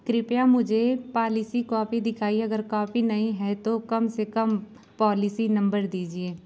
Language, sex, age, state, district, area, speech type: Hindi, female, 30-45, Uttar Pradesh, Azamgarh, rural, read